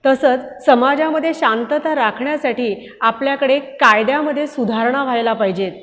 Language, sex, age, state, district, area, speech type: Marathi, female, 45-60, Maharashtra, Buldhana, urban, spontaneous